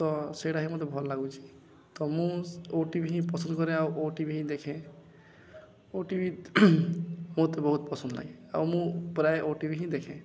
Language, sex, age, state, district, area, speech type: Odia, male, 18-30, Odisha, Balangir, urban, spontaneous